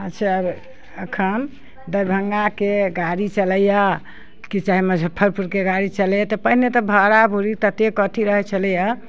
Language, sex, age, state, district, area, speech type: Maithili, female, 60+, Bihar, Muzaffarpur, urban, spontaneous